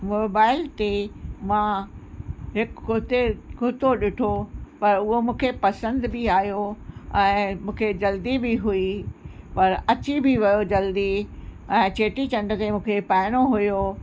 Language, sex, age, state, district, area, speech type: Sindhi, female, 60+, Uttar Pradesh, Lucknow, rural, spontaneous